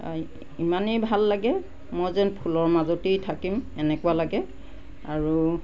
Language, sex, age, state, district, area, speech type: Assamese, female, 60+, Assam, Nagaon, rural, spontaneous